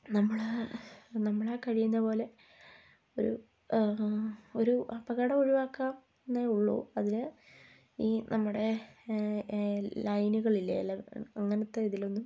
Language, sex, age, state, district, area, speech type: Malayalam, female, 18-30, Kerala, Idukki, rural, spontaneous